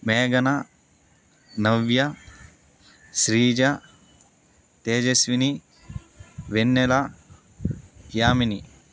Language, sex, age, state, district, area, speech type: Telugu, male, 18-30, Andhra Pradesh, Sri Balaji, rural, spontaneous